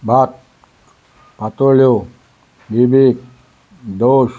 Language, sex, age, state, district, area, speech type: Goan Konkani, male, 60+, Goa, Salcete, rural, spontaneous